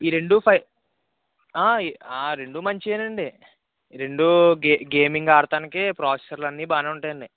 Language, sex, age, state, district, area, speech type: Telugu, male, 18-30, Andhra Pradesh, Eluru, urban, conversation